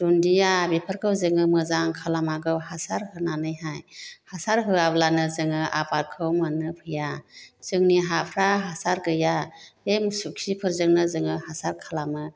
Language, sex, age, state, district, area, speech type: Bodo, female, 60+, Assam, Chirang, rural, spontaneous